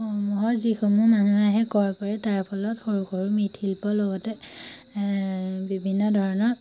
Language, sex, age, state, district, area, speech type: Assamese, female, 18-30, Assam, Majuli, urban, spontaneous